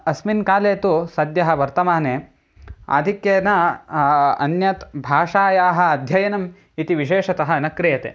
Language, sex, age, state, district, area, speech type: Sanskrit, male, 18-30, Karnataka, Chikkamagaluru, rural, spontaneous